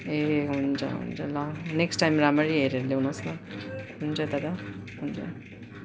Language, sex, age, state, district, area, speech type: Nepali, male, 18-30, West Bengal, Darjeeling, rural, spontaneous